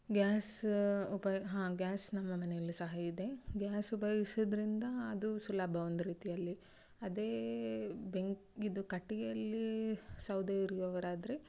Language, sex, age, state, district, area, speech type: Kannada, female, 30-45, Karnataka, Udupi, rural, spontaneous